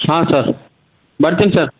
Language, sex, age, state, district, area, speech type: Kannada, male, 30-45, Karnataka, Bidar, urban, conversation